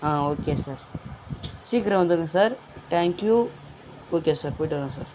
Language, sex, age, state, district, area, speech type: Tamil, male, 30-45, Tamil Nadu, Viluppuram, rural, spontaneous